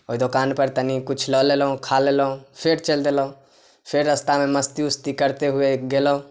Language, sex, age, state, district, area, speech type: Maithili, male, 18-30, Bihar, Samastipur, rural, spontaneous